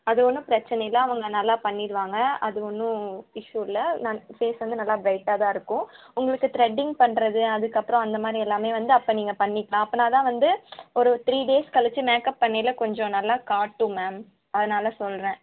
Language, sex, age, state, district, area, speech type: Tamil, female, 18-30, Tamil Nadu, Tiruppur, urban, conversation